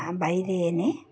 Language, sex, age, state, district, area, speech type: Bengali, female, 60+, West Bengal, Uttar Dinajpur, urban, spontaneous